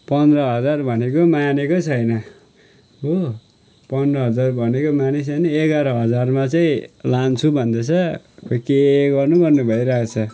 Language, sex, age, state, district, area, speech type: Nepali, male, 30-45, West Bengal, Kalimpong, rural, spontaneous